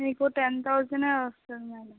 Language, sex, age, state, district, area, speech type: Telugu, female, 18-30, Andhra Pradesh, Anakapalli, rural, conversation